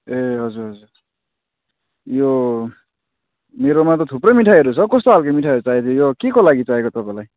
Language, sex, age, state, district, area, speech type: Nepali, male, 30-45, West Bengal, Jalpaiguri, rural, conversation